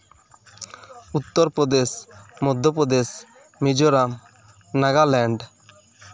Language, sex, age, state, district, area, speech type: Santali, male, 18-30, West Bengal, Bankura, rural, spontaneous